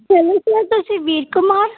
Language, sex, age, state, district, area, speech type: Punjabi, female, 18-30, Punjab, Mansa, rural, conversation